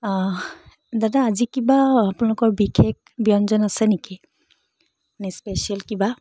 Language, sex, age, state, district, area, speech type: Assamese, female, 18-30, Assam, Charaideo, urban, spontaneous